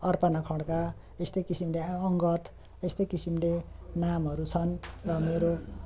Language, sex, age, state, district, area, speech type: Nepali, female, 60+, West Bengal, Jalpaiguri, rural, spontaneous